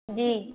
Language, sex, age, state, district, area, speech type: Urdu, female, 60+, Uttar Pradesh, Lucknow, urban, conversation